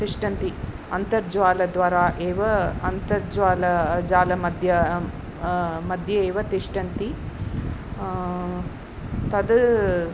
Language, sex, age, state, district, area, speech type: Sanskrit, female, 45-60, Tamil Nadu, Chennai, urban, spontaneous